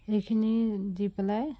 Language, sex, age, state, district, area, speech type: Assamese, female, 30-45, Assam, Jorhat, urban, spontaneous